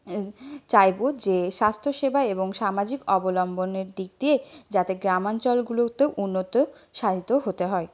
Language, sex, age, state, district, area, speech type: Bengali, female, 60+, West Bengal, Purulia, rural, spontaneous